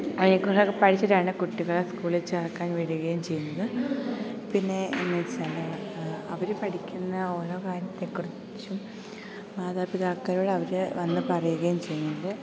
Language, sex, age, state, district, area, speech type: Malayalam, female, 18-30, Kerala, Idukki, rural, spontaneous